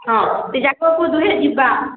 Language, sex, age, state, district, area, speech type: Odia, female, 18-30, Odisha, Balangir, urban, conversation